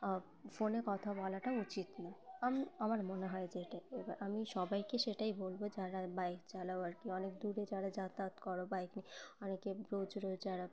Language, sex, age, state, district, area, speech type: Bengali, female, 18-30, West Bengal, Uttar Dinajpur, urban, spontaneous